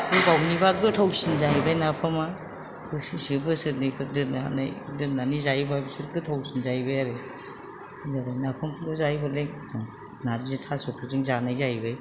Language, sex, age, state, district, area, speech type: Bodo, female, 60+, Assam, Kokrajhar, rural, spontaneous